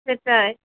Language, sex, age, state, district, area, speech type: Bengali, female, 30-45, West Bengal, Birbhum, urban, conversation